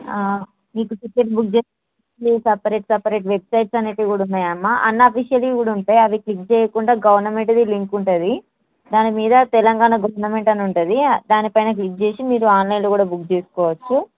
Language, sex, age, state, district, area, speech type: Telugu, female, 18-30, Telangana, Hyderabad, rural, conversation